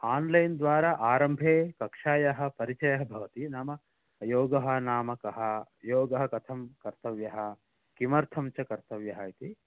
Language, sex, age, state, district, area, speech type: Sanskrit, male, 45-60, Karnataka, Bangalore Urban, urban, conversation